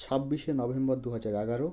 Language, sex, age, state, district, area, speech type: Bengali, male, 45-60, West Bengal, South 24 Parganas, rural, spontaneous